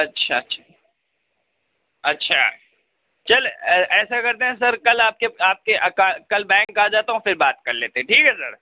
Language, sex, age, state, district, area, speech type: Urdu, male, 18-30, Uttar Pradesh, Gautam Buddha Nagar, urban, conversation